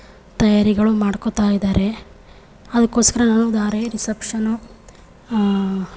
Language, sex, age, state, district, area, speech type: Kannada, female, 30-45, Karnataka, Chamarajanagar, rural, spontaneous